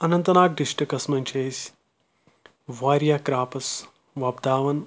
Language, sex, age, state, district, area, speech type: Kashmiri, male, 30-45, Jammu and Kashmir, Anantnag, rural, spontaneous